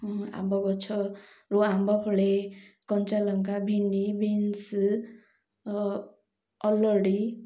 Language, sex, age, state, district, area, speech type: Odia, female, 30-45, Odisha, Ganjam, urban, spontaneous